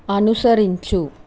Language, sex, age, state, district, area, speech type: Telugu, female, 60+, Andhra Pradesh, Chittoor, rural, read